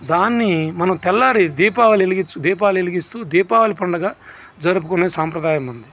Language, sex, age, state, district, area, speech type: Telugu, male, 45-60, Andhra Pradesh, Nellore, urban, spontaneous